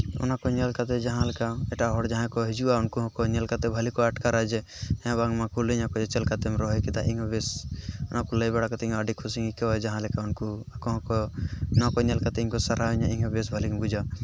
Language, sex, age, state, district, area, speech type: Santali, male, 18-30, West Bengal, Purulia, rural, spontaneous